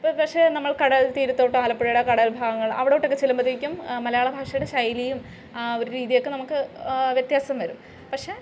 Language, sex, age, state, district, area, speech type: Malayalam, female, 18-30, Kerala, Alappuzha, rural, spontaneous